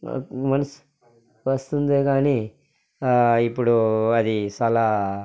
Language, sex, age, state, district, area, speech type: Telugu, male, 45-60, Andhra Pradesh, Sri Balaji, urban, spontaneous